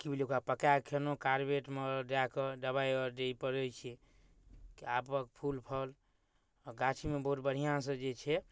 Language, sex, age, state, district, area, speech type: Maithili, male, 30-45, Bihar, Darbhanga, rural, spontaneous